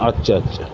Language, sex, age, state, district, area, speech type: Bengali, male, 60+, West Bengal, South 24 Parganas, urban, spontaneous